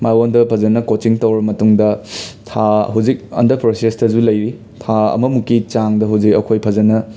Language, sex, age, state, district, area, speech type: Manipuri, male, 30-45, Manipur, Imphal West, urban, spontaneous